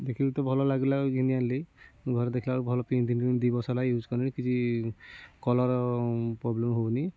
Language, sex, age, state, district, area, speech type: Odia, male, 60+, Odisha, Kendujhar, urban, spontaneous